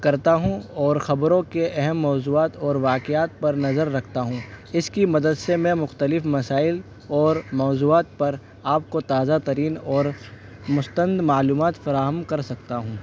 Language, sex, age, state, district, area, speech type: Urdu, male, 18-30, Delhi, North West Delhi, urban, spontaneous